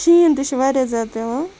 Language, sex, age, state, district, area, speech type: Kashmiri, female, 45-60, Jammu and Kashmir, Ganderbal, rural, spontaneous